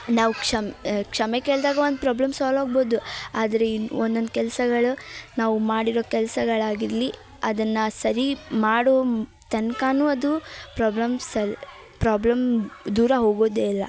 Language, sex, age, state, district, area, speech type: Kannada, female, 18-30, Karnataka, Dharwad, urban, spontaneous